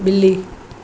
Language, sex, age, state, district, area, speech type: Sindhi, female, 60+, Maharashtra, Mumbai Suburban, urban, read